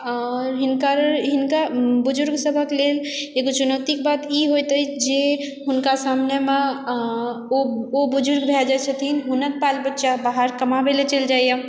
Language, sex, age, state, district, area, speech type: Maithili, female, 18-30, Bihar, Supaul, rural, spontaneous